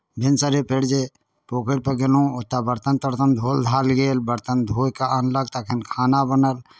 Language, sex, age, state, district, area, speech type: Maithili, male, 30-45, Bihar, Darbhanga, urban, spontaneous